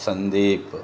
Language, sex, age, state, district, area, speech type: Telugu, male, 45-60, Andhra Pradesh, N T Rama Rao, urban, spontaneous